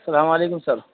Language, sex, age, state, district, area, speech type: Urdu, male, 18-30, Uttar Pradesh, Saharanpur, urban, conversation